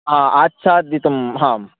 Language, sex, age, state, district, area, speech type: Sanskrit, male, 18-30, Karnataka, Chikkamagaluru, rural, conversation